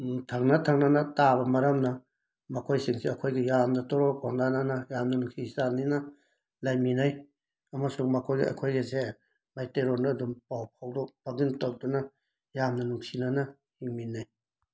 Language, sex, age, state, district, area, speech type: Manipuri, male, 45-60, Manipur, Imphal West, urban, spontaneous